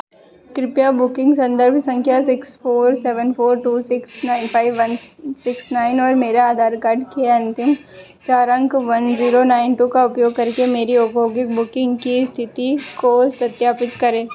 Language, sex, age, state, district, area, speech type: Hindi, female, 18-30, Madhya Pradesh, Harda, urban, read